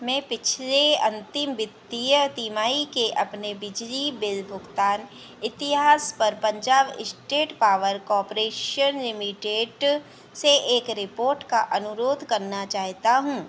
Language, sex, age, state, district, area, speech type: Hindi, female, 30-45, Madhya Pradesh, Harda, urban, read